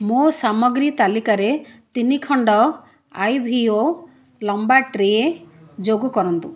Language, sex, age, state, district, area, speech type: Odia, female, 60+, Odisha, Kandhamal, rural, read